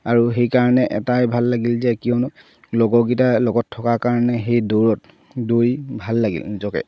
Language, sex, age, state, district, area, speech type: Assamese, male, 30-45, Assam, Charaideo, rural, spontaneous